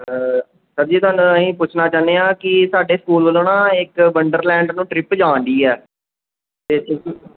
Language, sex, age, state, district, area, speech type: Punjabi, male, 18-30, Punjab, Pathankot, urban, conversation